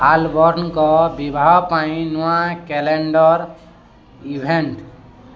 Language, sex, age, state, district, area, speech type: Odia, male, 18-30, Odisha, Balangir, urban, read